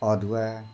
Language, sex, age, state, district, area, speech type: Nepali, male, 60+, West Bengal, Darjeeling, rural, spontaneous